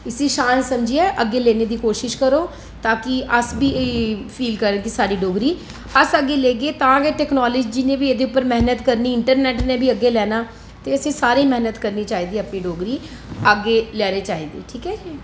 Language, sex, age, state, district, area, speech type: Dogri, female, 30-45, Jammu and Kashmir, Reasi, urban, spontaneous